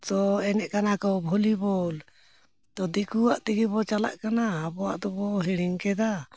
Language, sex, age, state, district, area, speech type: Santali, male, 60+, Jharkhand, Bokaro, rural, spontaneous